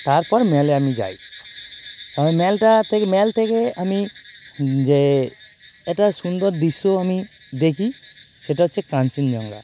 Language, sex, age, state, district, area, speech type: Bengali, male, 30-45, West Bengal, North 24 Parganas, urban, spontaneous